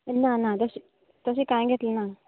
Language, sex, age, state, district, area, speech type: Goan Konkani, female, 18-30, Goa, Canacona, rural, conversation